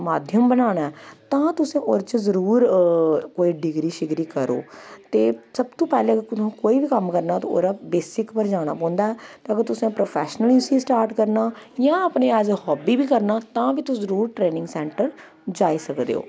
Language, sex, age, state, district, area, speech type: Dogri, female, 30-45, Jammu and Kashmir, Jammu, urban, spontaneous